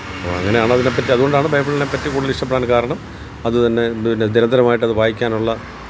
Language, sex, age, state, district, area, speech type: Malayalam, male, 45-60, Kerala, Kollam, rural, spontaneous